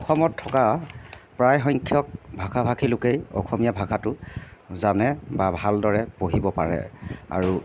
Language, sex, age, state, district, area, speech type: Assamese, male, 30-45, Assam, Jorhat, urban, spontaneous